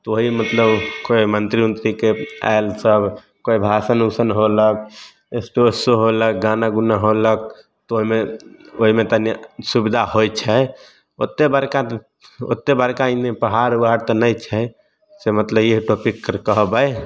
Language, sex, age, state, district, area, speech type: Maithili, male, 18-30, Bihar, Samastipur, rural, spontaneous